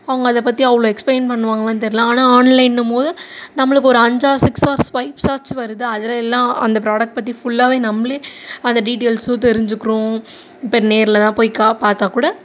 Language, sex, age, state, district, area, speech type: Tamil, female, 18-30, Tamil Nadu, Ranipet, urban, spontaneous